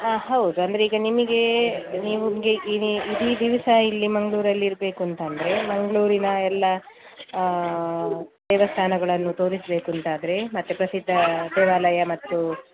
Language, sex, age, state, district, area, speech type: Kannada, female, 45-60, Karnataka, Dakshina Kannada, rural, conversation